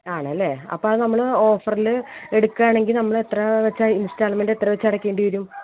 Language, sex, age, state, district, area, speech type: Malayalam, female, 30-45, Kerala, Malappuram, rural, conversation